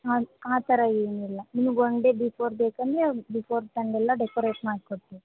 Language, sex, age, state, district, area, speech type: Kannada, female, 18-30, Karnataka, Gadag, rural, conversation